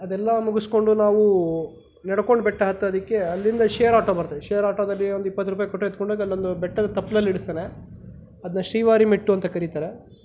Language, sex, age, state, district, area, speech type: Kannada, male, 30-45, Karnataka, Kolar, urban, spontaneous